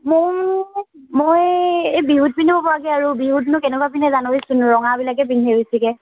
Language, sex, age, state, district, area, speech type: Assamese, female, 18-30, Assam, Tinsukia, urban, conversation